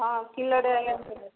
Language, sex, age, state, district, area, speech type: Odia, female, 30-45, Odisha, Boudh, rural, conversation